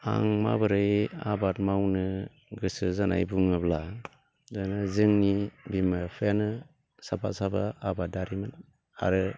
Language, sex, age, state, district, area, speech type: Bodo, male, 45-60, Assam, Baksa, urban, spontaneous